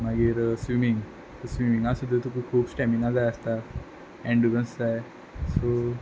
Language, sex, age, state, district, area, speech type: Goan Konkani, male, 18-30, Goa, Quepem, rural, spontaneous